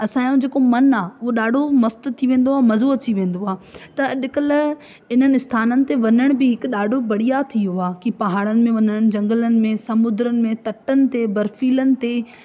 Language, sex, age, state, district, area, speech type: Sindhi, female, 18-30, Madhya Pradesh, Katni, rural, spontaneous